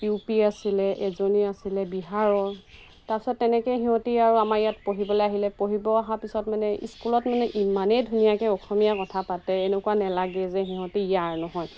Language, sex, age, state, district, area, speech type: Assamese, female, 30-45, Assam, Golaghat, rural, spontaneous